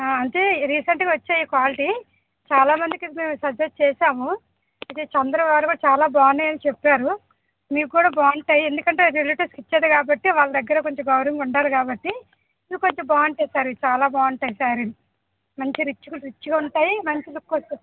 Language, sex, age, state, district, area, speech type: Telugu, female, 30-45, Andhra Pradesh, Visakhapatnam, urban, conversation